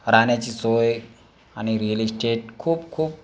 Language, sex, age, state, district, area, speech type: Marathi, male, 30-45, Maharashtra, Akola, urban, spontaneous